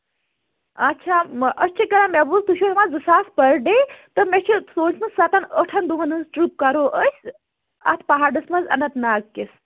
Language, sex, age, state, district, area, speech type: Kashmiri, female, 30-45, Jammu and Kashmir, Anantnag, rural, conversation